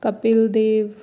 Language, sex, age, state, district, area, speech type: Punjabi, female, 30-45, Punjab, Ludhiana, urban, spontaneous